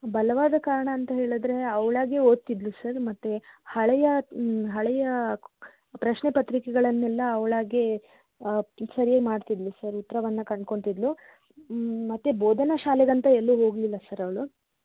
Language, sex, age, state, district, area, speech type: Kannada, female, 18-30, Karnataka, Shimoga, urban, conversation